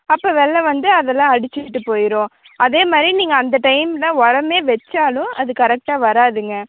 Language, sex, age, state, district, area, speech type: Tamil, female, 18-30, Tamil Nadu, Coimbatore, urban, conversation